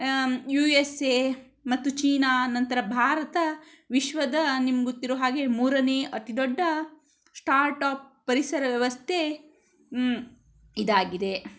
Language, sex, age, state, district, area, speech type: Kannada, female, 30-45, Karnataka, Shimoga, rural, spontaneous